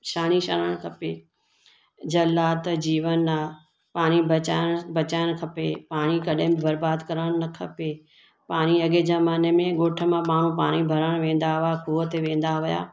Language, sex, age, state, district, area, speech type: Sindhi, female, 60+, Gujarat, Surat, urban, spontaneous